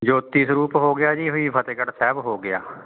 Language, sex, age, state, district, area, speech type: Punjabi, male, 30-45, Punjab, Fatehgarh Sahib, urban, conversation